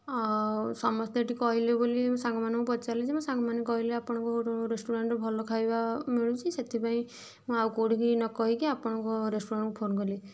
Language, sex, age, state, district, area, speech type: Odia, female, 45-60, Odisha, Kendujhar, urban, spontaneous